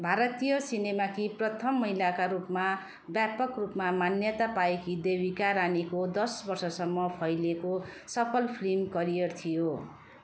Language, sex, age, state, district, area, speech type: Nepali, female, 45-60, West Bengal, Darjeeling, rural, read